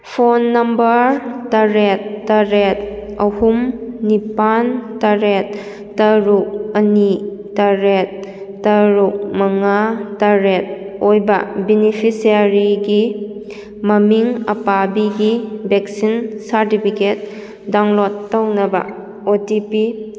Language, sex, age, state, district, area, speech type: Manipuri, female, 18-30, Manipur, Kakching, rural, read